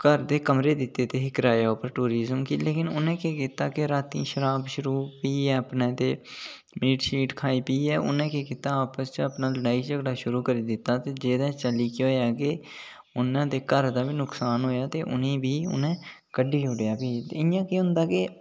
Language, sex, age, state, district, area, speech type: Dogri, male, 18-30, Jammu and Kashmir, Udhampur, rural, spontaneous